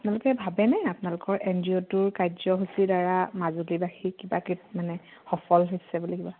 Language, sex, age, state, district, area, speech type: Assamese, female, 30-45, Assam, Majuli, urban, conversation